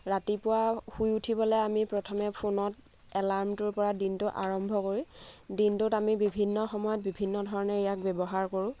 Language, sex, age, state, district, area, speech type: Assamese, female, 18-30, Assam, Lakhimpur, rural, spontaneous